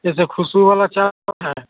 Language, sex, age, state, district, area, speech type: Hindi, male, 45-60, Bihar, Vaishali, urban, conversation